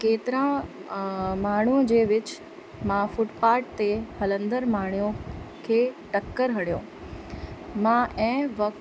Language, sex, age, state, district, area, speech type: Sindhi, female, 30-45, Uttar Pradesh, Lucknow, urban, spontaneous